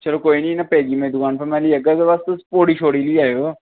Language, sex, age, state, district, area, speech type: Dogri, male, 18-30, Jammu and Kashmir, Kathua, rural, conversation